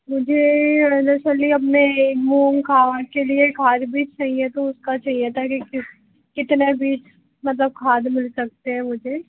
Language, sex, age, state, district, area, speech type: Hindi, female, 18-30, Madhya Pradesh, Harda, urban, conversation